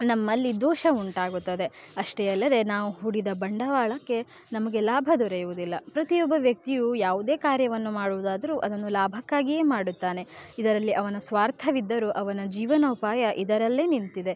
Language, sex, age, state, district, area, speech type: Kannada, female, 18-30, Karnataka, Uttara Kannada, rural, spontaneous